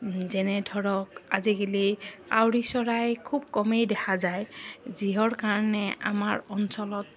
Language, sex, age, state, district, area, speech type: Assamese, female, 30-45, Assam, Goalpara, urban, spontaneous